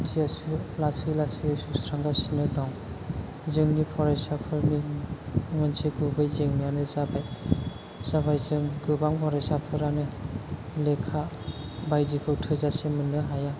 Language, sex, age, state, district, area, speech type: Bodo, male, 18-30, Assam, Chirang, urban, spontaneous